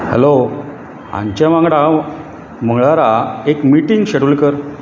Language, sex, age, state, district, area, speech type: Goan Konkani, male, 45-60, Goa, Bardez, urban, read